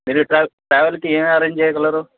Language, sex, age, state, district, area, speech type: Telugu, male, 30-45, Telangana, Khammam, urban, conversation